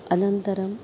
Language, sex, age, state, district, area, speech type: Sanskrit, female, 45-60, Maharashtra, Nagpur, urban, spontaneous